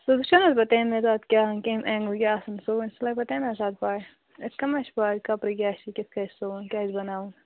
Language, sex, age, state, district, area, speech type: Kashmiri, female, 18-30, Jammu and Kashmir, Bandipora, rural, conversation